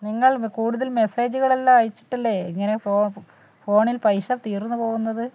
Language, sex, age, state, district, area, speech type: Malayalam, female, 60+, Kerala, Wayanad, rural, spontaneous